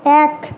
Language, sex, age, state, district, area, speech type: Bengali, female, 30-45, West Bengal, Nadia, urban, read